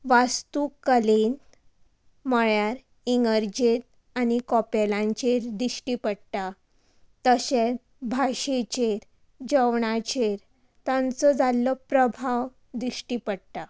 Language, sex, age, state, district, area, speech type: Goan Konkani, female, 18-30, Goa, Tiswadi, rural, spontaneous